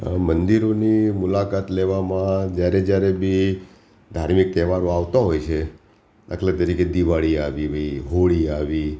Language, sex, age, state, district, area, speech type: Gujarati, male, 60+, Gujarat, Ahmedabad, urban, spontaneous